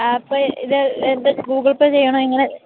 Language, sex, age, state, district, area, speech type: Malayalam, female, 18-30, Kerala, Idukki, rural, conversation